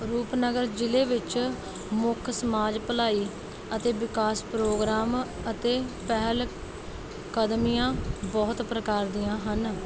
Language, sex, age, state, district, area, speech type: Punjabi, female, 18-30, Punjab, Rupnagar, rural, spontaneous